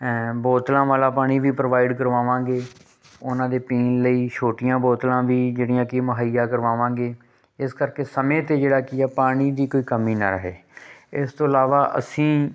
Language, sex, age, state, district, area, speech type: Punjabi, male, 30-45, Punjab, Fazilka, rural, spontaneous